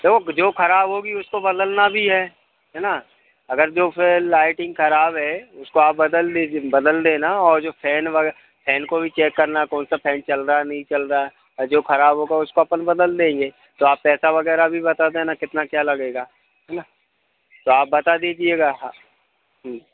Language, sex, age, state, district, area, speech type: Hindi, male, 30-45, Madhya Pradesh, Hoshangabad, rural, conversation